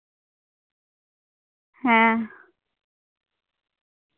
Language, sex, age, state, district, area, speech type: Santali, female, 45-60, Jharkhand, Pakur, rural, conversation